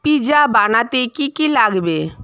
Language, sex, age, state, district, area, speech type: Bengali, female, 45-60, West Bengal, Purba Medinipur, rural, read